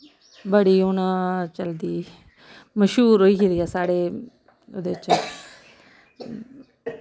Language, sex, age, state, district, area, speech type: Dogri, female, 30-45, Jammu and Kashmir, Samba, urban, spontaneous